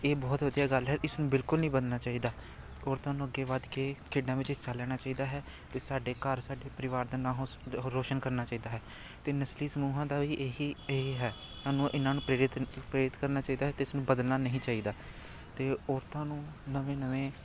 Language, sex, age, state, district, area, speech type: Punjabi, male, 18-30, Punjab, Amritsar, urban, spontaneous